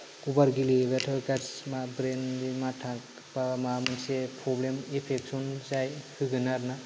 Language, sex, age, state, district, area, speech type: Bodo, male, 30-45, Assam, Kokrajhar, rural, spontaneous